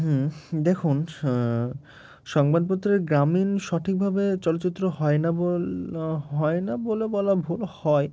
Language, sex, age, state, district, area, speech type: Bengali, male, 30-45, West Bengal, Murshidabad, urban, spontaneous